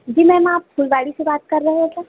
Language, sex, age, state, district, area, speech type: Hindi, female, 30-45, Madhya Pradesh, Harda, urban, conversation